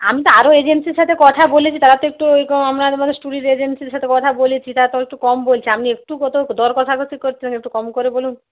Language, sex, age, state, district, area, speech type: Bengali, female, 30-45, West Bengal, Paschim Medinipur, rural, conversation